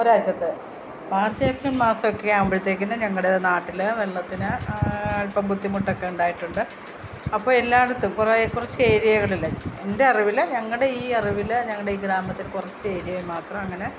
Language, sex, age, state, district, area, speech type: Malayalam, female, 45-60, Kerala, Kottayam, rural, spontaneous